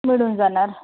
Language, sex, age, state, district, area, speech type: Marathi, female, 30-45, Maharashtra, Nagpur, urban, conversation